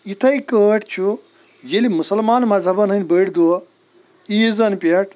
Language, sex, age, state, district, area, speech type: Kashmiri, male, 45-60, Jammu and Kashmir, Kulgam, rural, spontaneous